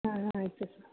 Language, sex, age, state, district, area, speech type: Kannada, female, 30-45, Karnataka, Chitradurga, urban, conversation